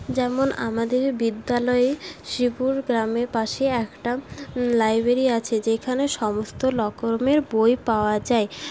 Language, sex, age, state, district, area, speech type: Bengali, female, 18-30, West Bengal, Paschim Bardhaman, urban, spontaneous